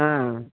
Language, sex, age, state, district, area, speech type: Telugu, male, 30-45, Andhra Pradesh, Kadapa, rural, conversation